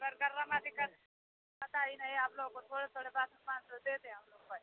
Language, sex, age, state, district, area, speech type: Hindi, female, 60+, Uttar Pradesh, Mau, rural, conversation